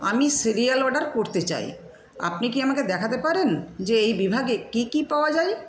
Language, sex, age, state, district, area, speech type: Bengali, female, 60+, West Bengal, Paschim Medinipur, rural, read